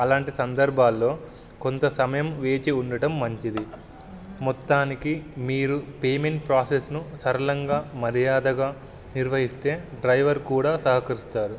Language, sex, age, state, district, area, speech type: Telugu, male, 18-30, Telangana, Wanaparthy, urban, spontaneous